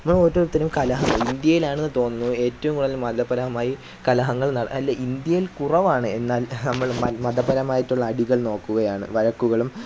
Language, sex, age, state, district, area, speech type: Malayalam, male, 18-30, Kerala, Kollam, rural, spontaneous